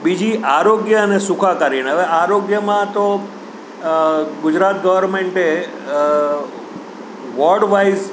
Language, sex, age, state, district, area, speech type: Gujarati, male, 60+, Gujarat, Rajkot, urban, spontaneous